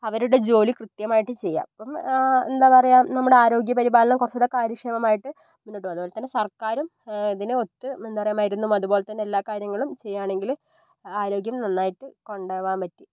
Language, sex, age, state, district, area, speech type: Malayalam, female, 18-30, Kerala, Kozhikode, urban, spontaneous